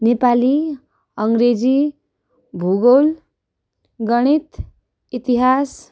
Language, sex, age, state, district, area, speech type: Nepali, female, 18-30, West Bengal, Darjeeling, rural, spontaneous